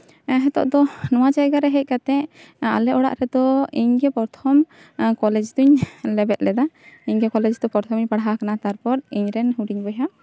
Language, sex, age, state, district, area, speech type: Santali, female, 18-30, West Bengal, Jhargram, rural, spontaneous